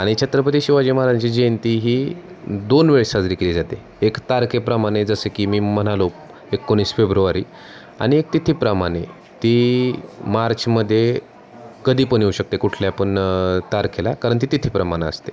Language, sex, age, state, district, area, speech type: Marathi, male, 30-45, Maharashtra, Osmanabad, rural, spontaneous